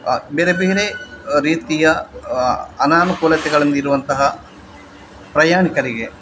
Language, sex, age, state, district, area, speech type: Kannada, male, 45-60, Karnataka, Dakshina Kannada, rural, spontaneous